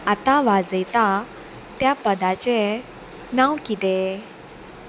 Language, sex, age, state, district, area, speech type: Goan Konkani, female, 18-30, Goa, Murmgao, urban, read